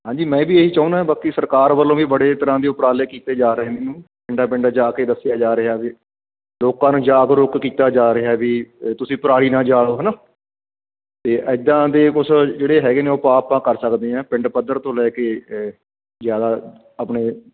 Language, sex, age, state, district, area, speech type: Punjabi, male, 45-60, Punjab, Fatehgarh Sahib, rural, conversation